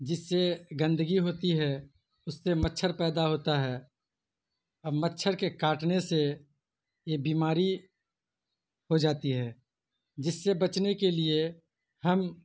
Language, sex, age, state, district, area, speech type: Urdu, male, 18-30, Bihar, Purnia, rural, spontaneous